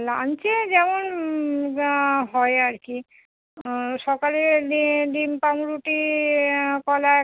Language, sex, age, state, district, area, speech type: Bengali, female, 45-60, West Bengal, North 24 Parganas, urban, conversation